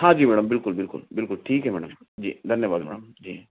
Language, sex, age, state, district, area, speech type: Hindi, male, 30-45, Madhya Pradesh, Ujjain, urban, conversation